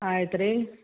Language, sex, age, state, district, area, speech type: Kannada, female, 45-60, Karnataka, Gulbarga, urban, conversation